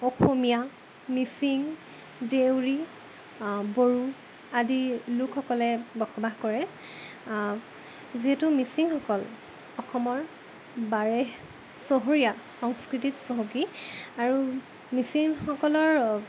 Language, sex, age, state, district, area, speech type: Assamese, female, 18-30, Assam, Jorhat, urban, spontaneous